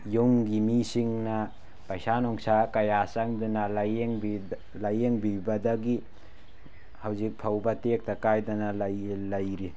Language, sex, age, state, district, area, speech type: Manipuri, male, 18-30, Manipur, Tengnoupal, rural, spontaneous